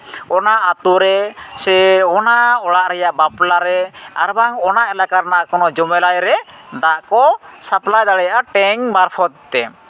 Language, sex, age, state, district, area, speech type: Santali, male, 30-45, West Bengal, Jhargram, rural, spontaneous